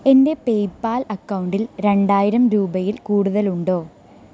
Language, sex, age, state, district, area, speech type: Malayalam, female, 18-30, Kerala, Thrissur, rural, read